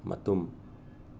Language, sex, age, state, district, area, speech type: Manipuri, male, 30-45, Manipur, Imphal West, urban, read